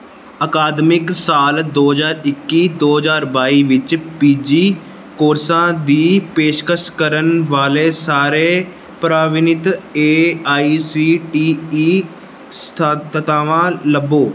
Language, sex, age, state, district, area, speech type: Punjabi, male, 18-30, Punjab, Gurdaspur, rural, read